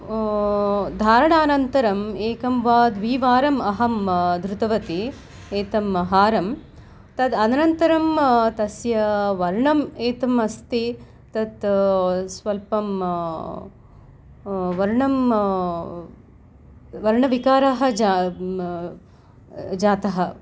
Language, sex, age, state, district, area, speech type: Sanskrit, female, 45-60, Telangana, Hyderabad, urban, spontaneous